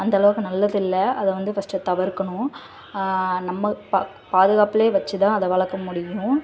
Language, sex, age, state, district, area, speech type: Tamil, female, 18-30, Tamil Nadu, Tirunelveli, rural, spontaneous